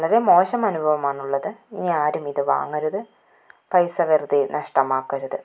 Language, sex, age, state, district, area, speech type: Malayalam, female, 45-60, Kerala, Palakkad, rural, spontaneous